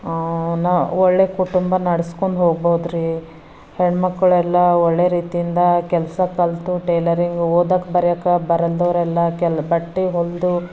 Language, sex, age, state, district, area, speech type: Kannada, female, 45-60, Karnataka, Bidar, rural, spontaneous